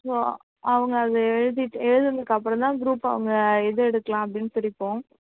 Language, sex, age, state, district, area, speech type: Tamil, female, 30-45, Tamil Nadu, Mayiladuthurai, urban, conversation